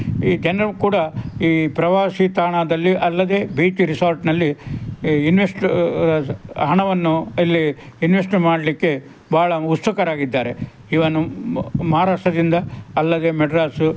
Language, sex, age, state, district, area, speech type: Kannada, male, 60+, Karnataka, Udupi, rural, spontaneous